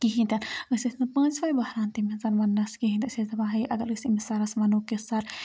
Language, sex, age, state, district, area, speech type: Kashmiri, female, 18-30, Jammu and Kashmir, Budgam, rural, spontaneous